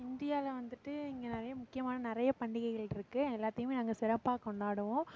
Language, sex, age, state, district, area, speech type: Tamil, female, 18-30, Tamil Nadu, Mayiladuthurai, rural, spontaneous